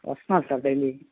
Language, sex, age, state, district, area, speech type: Telugu, male, 18-30, Andhra Pradesh, Guntur, rural, conversation